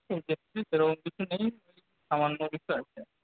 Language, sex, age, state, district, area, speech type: Bengali, male, 45-60, West Bengal, Paschim Medinipur, rural, conversation